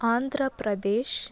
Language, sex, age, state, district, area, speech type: Kannada, female, 18-30, Karnataka, Bidar, urban, spontaneous